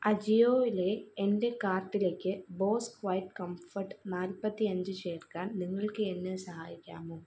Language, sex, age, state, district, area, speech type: Malayalam, female, 18-30, Kerala, Kollam, rural, read